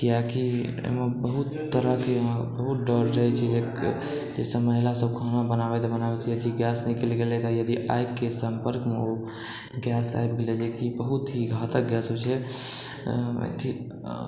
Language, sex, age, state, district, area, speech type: Maithili, male, 60+, Bihar, Saharsa, urban, spontaneous